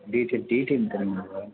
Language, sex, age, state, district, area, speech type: Tamil, male, 18-30, Tamil Nadu, Tiruvarur, rural, conversation